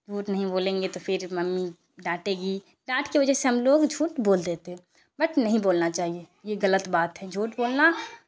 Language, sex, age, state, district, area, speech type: Urdu, female, 30-45, Bihar, Darbhanga, rural, spontaneous